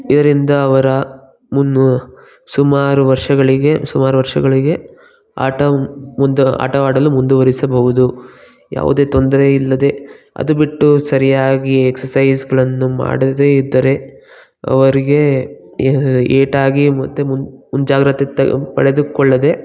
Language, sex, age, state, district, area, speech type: Kannada, male, 18-30, Karnataka, Bangalore Rural, rural, spontaneous